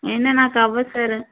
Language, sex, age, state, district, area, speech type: Telugu, female, 30-45, Andhra Pradesh, Vizianagaram, rural, conversation